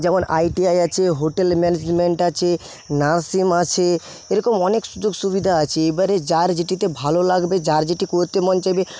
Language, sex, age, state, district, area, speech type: Bengali, male, 18-30, West Bengal, Paschim Medinipur, rural, spontaneous